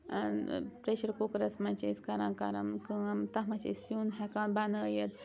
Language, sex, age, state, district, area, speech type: Kashmiri, female, 30-45, Jammu and Kashmir, Srinagar, urban, spontaneous